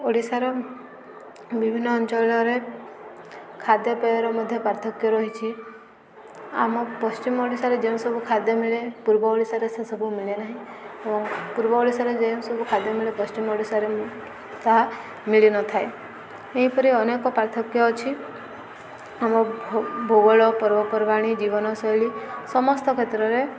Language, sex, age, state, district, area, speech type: Odia, female, 18-30, Odisha, Subarnapur, urban, spontaneous